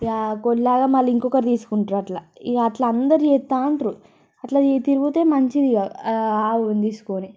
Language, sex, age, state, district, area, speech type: Telugu, female, 30-45, Telangana, Ranga Reddy, urban, spontaneous